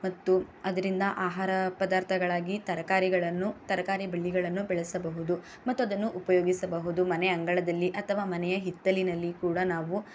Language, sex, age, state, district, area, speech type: Kannada, female, 18-30, Karnataka, Mysore, urban, spontaneous